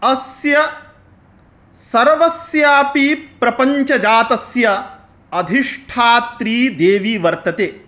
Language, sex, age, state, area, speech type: Sanskrit, male, 30-45, Bihar, rural, spontaneous